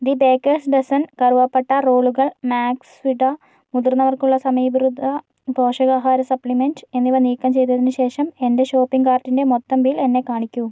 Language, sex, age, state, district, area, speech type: Malayalam, female, 60+, Kerala, Kozhikode, urban, read